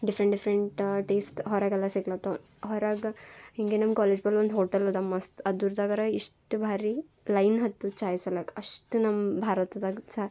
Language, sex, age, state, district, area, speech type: Kannada, female, 18-30, Karnataka, Bidar, urban, spontaneous